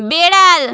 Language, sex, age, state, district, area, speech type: Bengali, female, 30-45, West Bengal, Purba Medinipur, rural, read